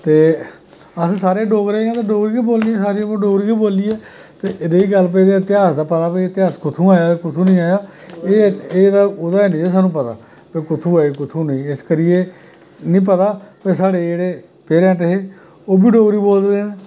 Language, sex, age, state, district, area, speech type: Dogri, male, 45-60, Jammu and Kashmir, Samba, rural, spontaneous